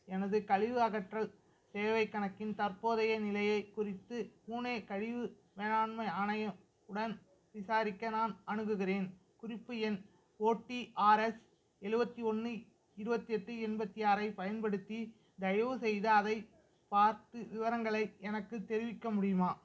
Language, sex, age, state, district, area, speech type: Tamil, male, 30-45, Tamil Nadu, Mayiladuthurai, rural, read